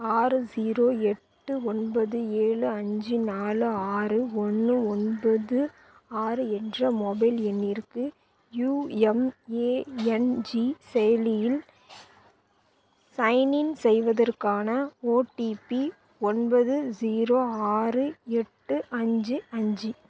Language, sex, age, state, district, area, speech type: Tamil, female, 18-30, Tamil Nadu, Thoothukudi, urban, read